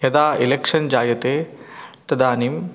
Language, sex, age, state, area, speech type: Sanskrit, male, 30-45, Rajasthan, urban, spontaneous